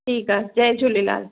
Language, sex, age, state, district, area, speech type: Sindhi, female, 60+, Maharashtra, Thane, urban, conversation